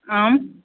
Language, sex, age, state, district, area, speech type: Maithili, female, 18-30, Bihar, Begusarai, urban, conversation